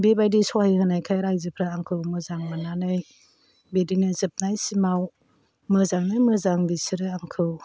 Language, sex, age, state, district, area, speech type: Bodo, female, 45-60, Assam, Chirang, rural, spontaneous